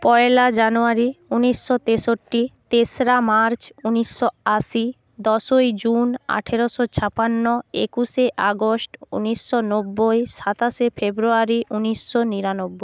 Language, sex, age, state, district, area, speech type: Bengali, female, 30-45, West Bengal, Purba Medinipur, rural, spontaneous